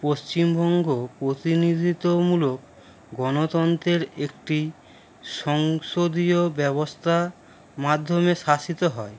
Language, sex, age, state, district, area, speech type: Bengali, male, 30-45, West Bengal, Howrah, urban, spontaneous